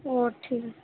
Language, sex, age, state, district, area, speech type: Bengali, female, 18-30, West Bengal, Purba Bardhaman, urban, conversation